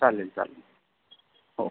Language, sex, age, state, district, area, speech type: Marathi, male, 45-60, Maharashtra, Amravati, urban, conversation